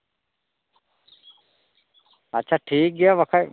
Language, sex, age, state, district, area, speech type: Santali, male, 60+, Jharkhand, East Singhbhum, rural, conversation